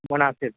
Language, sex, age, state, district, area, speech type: Urdu, male, 18-30, Delhi, Central Delhi, urban, conversation